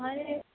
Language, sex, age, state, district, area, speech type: Gujarati, female, 18-30, Gujarat, Junagadh, urban, conversation